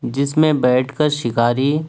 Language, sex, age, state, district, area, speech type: Urdu, male, 18-30, Uttar Pradesh, Ghaziabad, urban, spontaneous